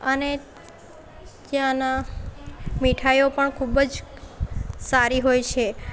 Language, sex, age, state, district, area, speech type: Gujarati, female, 18-30, Gujarat, Valsad, rural, spontaneous